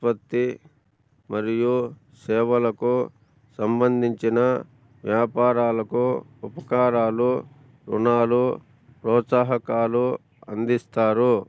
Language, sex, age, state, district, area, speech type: Telugu, male, 45-60, Andhra Pradesh, Annamaya, rural, spontaneous